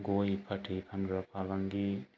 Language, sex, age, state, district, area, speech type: Bodo, male, 30-45, Assam, Kokrajhar, rural, spontaneous